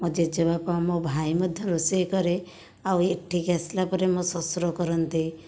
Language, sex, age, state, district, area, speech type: Odia, female, 60+, Odisha, Khordha, rural, spontaneous